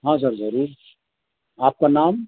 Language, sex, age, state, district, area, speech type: Urdu, male, 30-45, Delhi, Central Delhi, urban, conversation